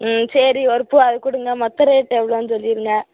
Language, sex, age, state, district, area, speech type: Tamil, female, 18-30, Tamil Nadu, Madurai, urban, conversation